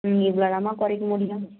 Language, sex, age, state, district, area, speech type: Tamil, female, 60+, Tamil Nadu, Dharmapuri, urban, conversation